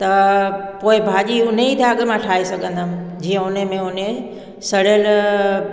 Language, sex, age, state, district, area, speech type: Sindhi, female, 45-60, Gujarat, Junagadh, urban, spontaneous